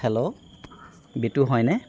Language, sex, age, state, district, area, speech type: Assamese, male, 30-45, Assam, Golaghat, urban, spontaneous